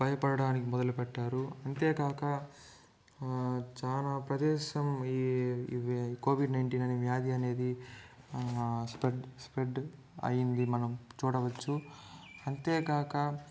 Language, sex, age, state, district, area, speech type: Telugu, male, 45-60, Andhra Pradesh, Chittoor, urban, spontaneous